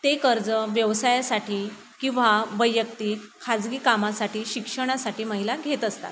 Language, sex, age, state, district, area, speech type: Marathi, female, 30-45, Maharashtra, Nagpur, rural, spontaneous